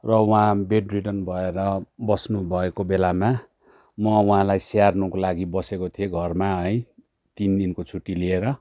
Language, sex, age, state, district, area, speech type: Nepali, male, 30-45, West Bengal, Darjeeling, rural, spontaneous